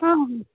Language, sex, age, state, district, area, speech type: Marathi, female, 18-30, Maharashtra, Nanded, rural, conversation